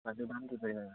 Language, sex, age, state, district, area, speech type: Telugu, male, 18-30, Andhra Pradesh, Annamaya, rural, conversation